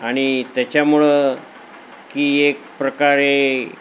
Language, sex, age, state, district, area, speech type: Marathi, male, 60+, Maharashtra, Nanded, urban, spontaneous